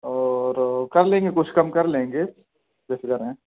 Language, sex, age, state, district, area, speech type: Urdu, male, 18-30, Delhi, East Delhi, urban, conversation